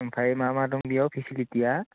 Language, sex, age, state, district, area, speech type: Bodo, male, 30-45, Assam, Baksa, urban, conversation